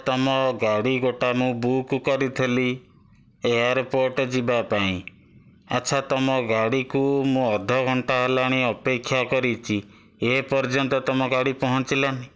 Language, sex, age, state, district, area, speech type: Odia, male, 60+, Odisha, Bhadrak, rural, spontaneous